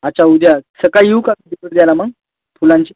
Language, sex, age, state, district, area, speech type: Marathi, male, 18-30, Maharashtra, Thane, urban, conversation